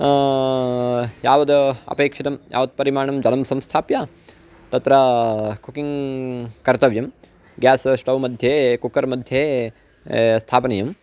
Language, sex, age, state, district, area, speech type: Sanskrit, male, 18-30, Karnataka, Uttara Kannada, rural, spontaneous